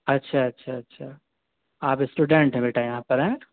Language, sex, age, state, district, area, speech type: Urdu, male, 18-30, Delhi, South Delhi, urban, conversation